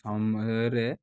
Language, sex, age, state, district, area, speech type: Odia, male, 18-30, Odisha, Kalahandi, rural, spontaneous